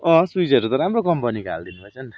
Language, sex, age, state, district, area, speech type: Nepali, male, 30-45, West Bengal, Darjeeling, rural, spontaneous